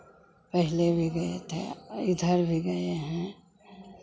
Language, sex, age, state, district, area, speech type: Hindi, female, 45-60, Bihar, Begusarai, rural, spontaneous